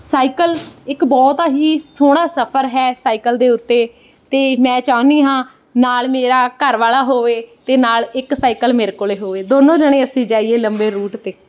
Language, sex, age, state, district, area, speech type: Punjabi, female, 30-45, Punjab, Bathinda, urban, spontaneous